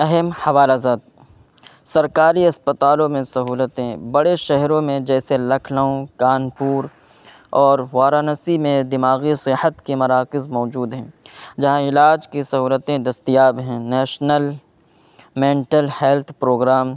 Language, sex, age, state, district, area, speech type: Urdu, male, 18-30, Uttar Pradesh, Saharanpur, urban, spontaneous